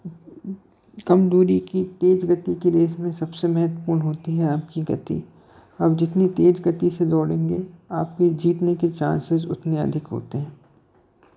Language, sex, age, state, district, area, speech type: Hindi, male, 30-45, Madhya Pradesh, Hoshangabad, urban, spontaneous